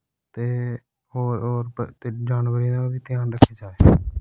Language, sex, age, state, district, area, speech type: Dogri, male, 18-30, Jammu and Kashmir, Samba, rural, spontaneous